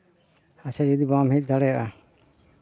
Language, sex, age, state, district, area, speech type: Santali, male, 60+, Jharkhand, East Singhbhum, rural, spontaneous